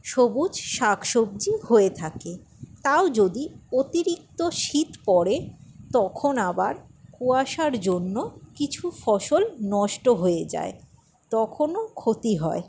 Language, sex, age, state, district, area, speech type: Bengali, female, 60+, West Bengal, Paschim Bardhaman, rural, spontaneous